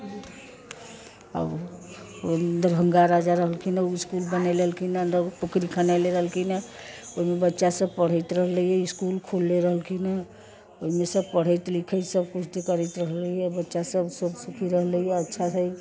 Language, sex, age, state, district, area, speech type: Maithili, female, 60+, Bihar, Sitamarhi, rural, spontaneous